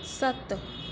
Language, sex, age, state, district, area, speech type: Dogri, female, 18-30, Jammu and Kashmir, Reasi, urban, read